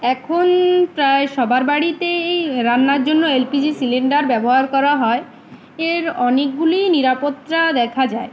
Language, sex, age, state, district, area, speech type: Bengali, female, 18-30, West Bengal, Uttar Dinajpur, urban, spontaneous